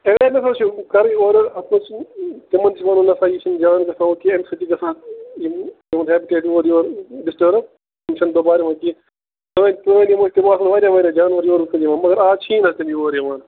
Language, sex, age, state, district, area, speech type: Kashmiri, male, 30-45, Jammu and Kashmir, Bandipora, rural, conversation